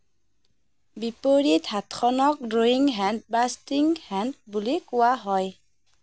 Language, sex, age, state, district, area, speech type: Assamese, female, 30-45, Assam, Darrang, rural, read